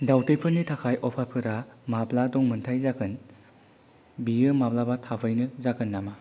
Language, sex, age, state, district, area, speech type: Bodo, male, 30-45, Assam, Kokrajhar, rural, read